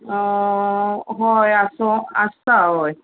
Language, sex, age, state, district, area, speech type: Goan Konkani, female, 30-45, Goa, Murmgao, urban, conversation